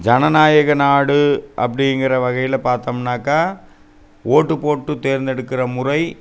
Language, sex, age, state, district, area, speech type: Tamil, male, 30-45, Tamil Nadu, Coimbatore, urban, spontaneous